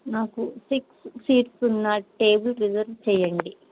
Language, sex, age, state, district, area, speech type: Telugu, female, 30-45, Telangana, Bhadradri Kothagudem, urban, conversation